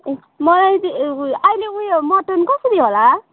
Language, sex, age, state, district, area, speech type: Nepali, female, 18-30, West Bengal, Kalimpong, rural, conversation